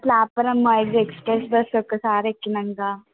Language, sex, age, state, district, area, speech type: Telugu, female, 18-30, Telangana, Mulugu, rural, conversation